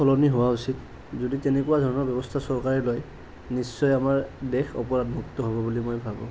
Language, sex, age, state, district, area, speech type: Assamese, male, 30-45, Assam, Nalbari, rural, spontaneous